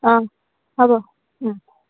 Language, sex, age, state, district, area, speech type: Assamese, female, 18-30, Assam, Nagaon, rural, conversation